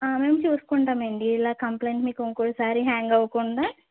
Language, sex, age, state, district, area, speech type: Telugu, female, 30-45, Andhra Pradesh, West Godavari, rural, conversation